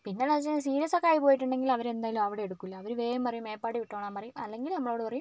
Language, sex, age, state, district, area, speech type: Malayalam, female, 45-60, Kerala, Wayanad, rural, spontaneous